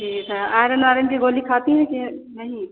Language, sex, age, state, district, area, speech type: Hindi, female, 45-60, Uttar Pradesh, Ayodhya, rural, conversation